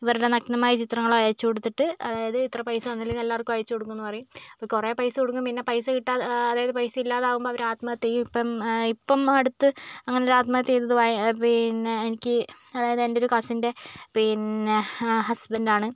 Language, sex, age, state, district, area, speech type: Malayalam, male, 45-60, Kerala, Kozhikode, urban, spontaneous